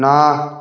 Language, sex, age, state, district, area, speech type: Bengali, male, 30-45, West Bengal, Nadia, rural, read